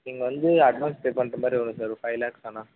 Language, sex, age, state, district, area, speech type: Tamil, male, 18-30, Tamil Nadu, Vellore, rural, conversation